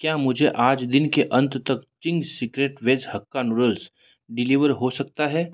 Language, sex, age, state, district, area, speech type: Hindi, male, 45-60, Rajasthan, Jodhpur, urban, read